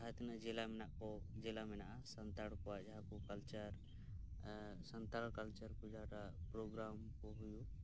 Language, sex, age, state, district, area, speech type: Santali, male, 18-30, West Bengal, Birbhum, rural, spontaneous